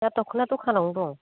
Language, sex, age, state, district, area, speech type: Bodo, female, 45-60, Assam, Kokrajhar, rural, conversation